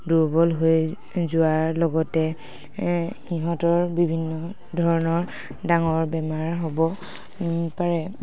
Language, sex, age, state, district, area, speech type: Assamese, female, 18-30, Assam, Dhemaji, urban, spontaneous